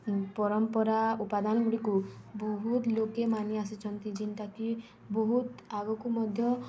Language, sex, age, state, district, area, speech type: Odia, female, 18-30, Odisha, Balangir, urban, spontaneous